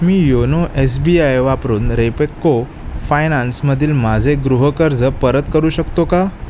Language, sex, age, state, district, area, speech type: Marathi, male, 18-30, Maharashtra, Mumbai Suburban, urban, read